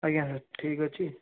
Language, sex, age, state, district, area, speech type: Odia, male, 18-30, Odisha, Balasore, rural, conversation